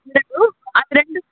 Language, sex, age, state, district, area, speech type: Telugu, female, 60+, Andhra Pradesh, Chittoor, rural, conversation